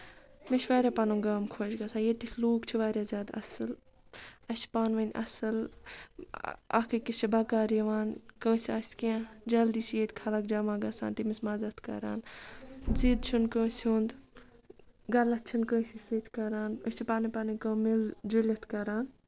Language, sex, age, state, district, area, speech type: Kashmiri, female, 45-60, Jammu and Kashmir, Ganderbal, rural, spontaneous